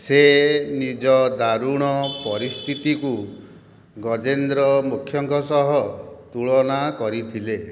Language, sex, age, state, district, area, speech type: Odia, male, 60+, Odisha, Kendrapara, urban, read